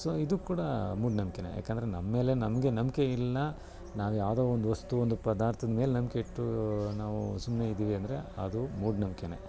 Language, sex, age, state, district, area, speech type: Kannada, male, 30-45, Karnataka, Mysore, urban, spontaneous